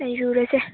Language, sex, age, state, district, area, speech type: Manipuri, female, 18-30, Manipur, Chandel, rural, conversation